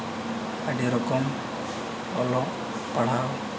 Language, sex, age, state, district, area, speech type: Santali, male, 18-30, Jharkhand, East Singhbhum, rural, spontaneous